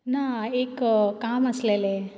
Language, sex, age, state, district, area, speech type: Goan Konkani, female, 18-30, Goa, Quepem, rural, spontaneous